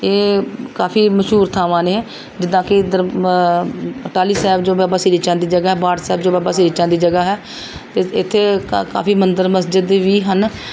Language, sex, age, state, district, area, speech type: Punjabi, female, 45-60, Punjab, Pathankot, rural, spontaneous